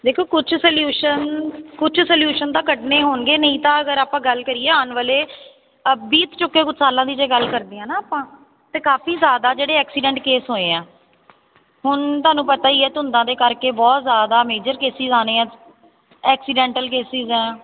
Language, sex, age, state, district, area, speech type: Punjabi, female, 30-45, Punjab, Jalandhar, urban, conversation